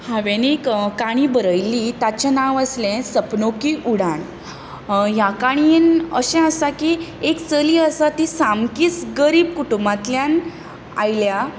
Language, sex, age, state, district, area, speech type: Goan Konkani, female, 18-30, Goa, Tiswadi, rural, spontaneous